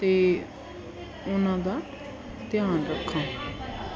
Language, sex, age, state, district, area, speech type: Punjabi, female, 30-45, Punjab, Jalandhar, urban, spontaneous